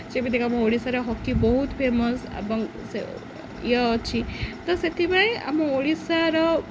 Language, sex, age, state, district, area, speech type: Odia, female, 18-30, Odisha, Jagatsinghpur, rural, spontaneous